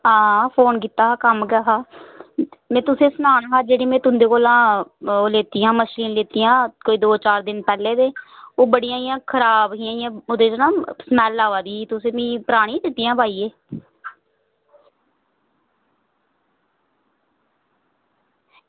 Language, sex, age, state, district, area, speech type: Dogri, female, 45-60, Jammu and Kashmir, Reasi, rural, conversation